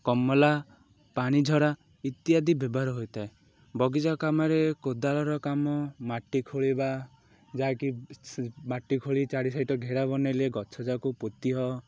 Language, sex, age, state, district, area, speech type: Odia, male, 30-45, Odisha, Ganjam, urban, spontaneous